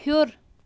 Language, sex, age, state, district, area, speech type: Kashmiri, female, 18-30, Jammu and Kashmir, Bandipora, rural, read